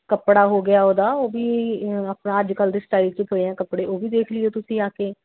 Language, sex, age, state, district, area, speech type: Punjabi, female, 30-45, Punjab, Ludhiana, urban, conversation